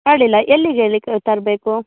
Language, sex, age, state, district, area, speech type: Kannada, female, 18-30, Karnataka, Uttara Kannada, rural, conversation